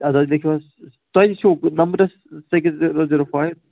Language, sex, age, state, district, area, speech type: Kashmiri, male, 30-45, Jammu and Kashmir, Budgam, rural, conversation